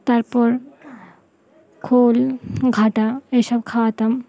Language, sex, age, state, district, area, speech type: Bengali, female, 18-30, West Bengal, Uttar Dinajpur, urban, spontaneous